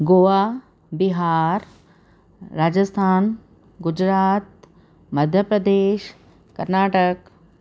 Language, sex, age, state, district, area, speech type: Sindhi, female, 45-60, Rajasthan, Ajmer, rural, spontaneous